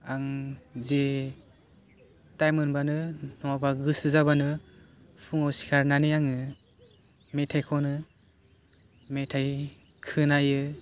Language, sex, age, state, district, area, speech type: Bodo, male, 18-30, Assam, Udalguri, urban, spontaneous